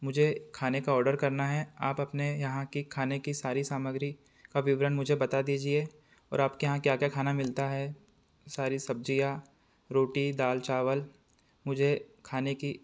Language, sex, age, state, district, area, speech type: Hindi, male, 30-45, Madhya Pradesh, Betul, urban, spontaneous